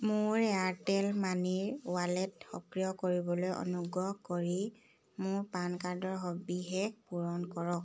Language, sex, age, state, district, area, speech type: Assamese, female, 18-30, Assam, Dibrugarh, urban, read